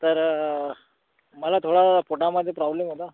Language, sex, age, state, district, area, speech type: Marathi, male, 30-45, Maharashtra, Gadchiroli, rural, conversation